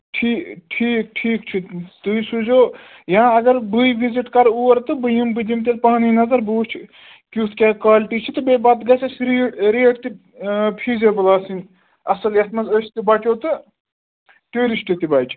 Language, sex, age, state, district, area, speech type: Kashmiri, male, 18-30, Jammu and Kashmir, Ganderbal, rural, conversation